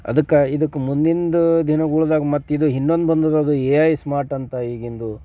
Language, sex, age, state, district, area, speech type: Kannada, male, 45-60, Karnataka, Bidar, urban, spontaneous